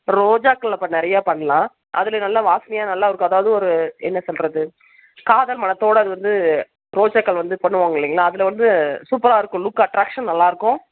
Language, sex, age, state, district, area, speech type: Tamil, female, 30-45, Tamil Nadu, Dharmapuri, rural, conversation